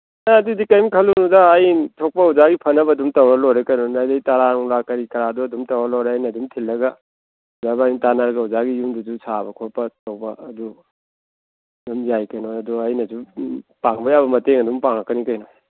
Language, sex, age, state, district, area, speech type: Manipuri, male, 60+, Manipur, Thoubal, rural, conversation